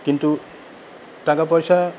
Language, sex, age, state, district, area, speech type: Bengali, male, 45-60, West Bengal, Paschim Bardhaman, rural, spontaneous